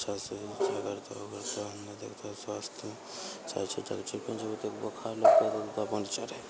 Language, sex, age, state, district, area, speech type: Maithili, male, 30-45, Bihar, Begusarai, urban, spontaneous